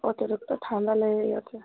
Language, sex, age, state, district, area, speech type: Bengali, female, 30-45, West Bengal, Dakshin Dinajpur, urban, conversation